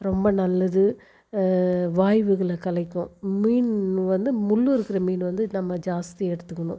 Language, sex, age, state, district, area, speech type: Tamil, female, 45-60, Tamil Nadu, Viluppuram, rural, spontaneous